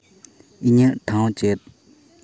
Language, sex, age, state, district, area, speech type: Santali, male, 30-45, Jharkhand, Seraikela Kharsawan, rural, read